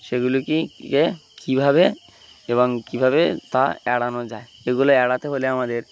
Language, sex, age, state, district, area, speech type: Bengali, male, 18-30, West Bengal, Uttar Dinajpur, urban, spontaneous